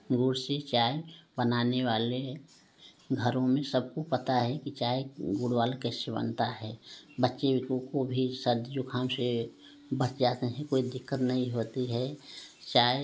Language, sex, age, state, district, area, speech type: Hindi, female, 45-60, Uttar Pradesh, Prayagraj, rural, spontaneous